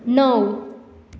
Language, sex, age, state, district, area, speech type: Goan Konkani, female, 18-30, Goa, Tiswadi, rural, read